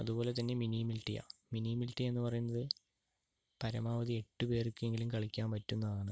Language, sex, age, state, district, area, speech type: Malayalam, male, 45-60, Kerala, Palakkad, rural, spontaneous